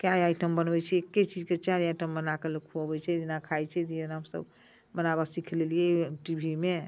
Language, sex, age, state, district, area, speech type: Maithili, female, 60+, Bihar, Muzaffarpur, rural, spontaneous